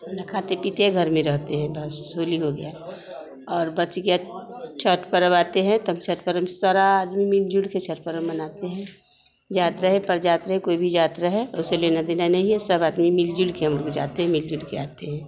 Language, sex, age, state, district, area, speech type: Hindi, female, 45-60, Bihar, Vaishali, rural, spontaneous